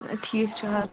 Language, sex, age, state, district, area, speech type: Kashmiri, female, 18-30, Jammu and Kashmir, Kulgam, rural, conversation